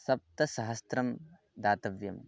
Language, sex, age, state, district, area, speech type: Sanskrit, male, 18-30, West Bengal, Darjeeling, urban, spontaneous